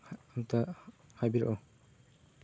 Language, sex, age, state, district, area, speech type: Manipuri, male, 18-30, Manipur, Chandel, rural, spontaneous